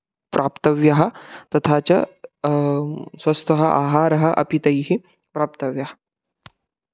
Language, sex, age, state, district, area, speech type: Sanskrit, male, 18-30, Maharashtra, Satara, rural, spontaneous